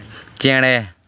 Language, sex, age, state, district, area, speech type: Santali, male, 18-30, West Bengal, Jhargram, rural, read